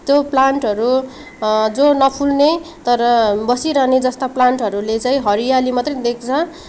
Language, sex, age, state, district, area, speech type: Nepali, female, 18-30, West Bengal, Darjeeling, rural, spontaneous